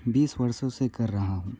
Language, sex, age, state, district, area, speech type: Hindi, male, 45-60, Uttar Pradesh, Sonbhadra, rural, spontaneous